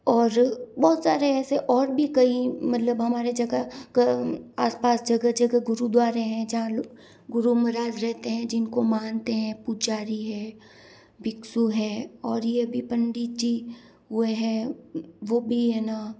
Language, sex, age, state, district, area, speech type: Hindi, female, 30-45, Rajasthan, Jodhpur, urban, spontaneous